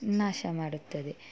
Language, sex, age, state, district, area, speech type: Kannada, female, 18-30, Karnataka, Mysore, rural, spontaneous